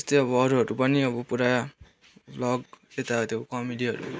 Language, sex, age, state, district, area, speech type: Nepali, male, 18-30, West Bengal, Kalimpong, rural, spontaneous